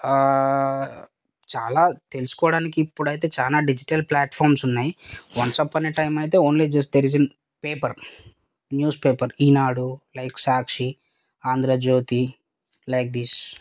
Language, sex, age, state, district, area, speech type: Telugu, male, 18-30, Telangana, Mancherial, rural, spontaneous